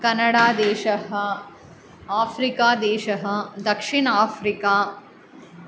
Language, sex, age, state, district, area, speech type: Sanskrit, female, 18-30, Andhra Pradesh, Chittoor, urban, spontaneous